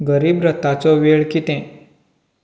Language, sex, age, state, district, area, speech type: Goan Konkani, male, 18-30, Goa, Canacona, rural, read